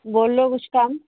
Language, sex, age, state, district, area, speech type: Dogri, female, 18-30, Jammu and Kashmir, Reasi, rural, conversation